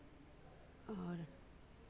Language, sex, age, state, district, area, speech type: Hindi, female, 30-45, Bihar, Vaishali, urban, spontaneous